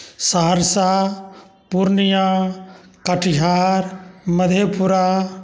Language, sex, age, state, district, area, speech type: Maithili, male, 60+, Bihar, Saharsa, rural, spontaneous